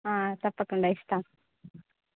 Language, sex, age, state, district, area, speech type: Telugu, female, 30-45, Andhra Pradesh, Visakhapatnam, urban, conversation